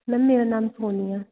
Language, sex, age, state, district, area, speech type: Punjabi, female, 18-30, Punjab, Fatehgarh Sahib, rural, conversation